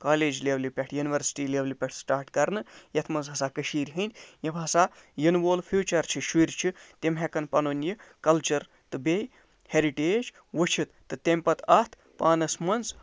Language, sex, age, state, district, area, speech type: Kashmiri, male, 60+, Jammu and Kashmir, Ganderbal, rural, spontaneous